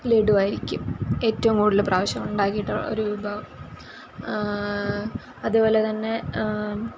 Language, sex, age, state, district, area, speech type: Malayalam, female, 18-30, Kerala, Kollam, rural, spontaneous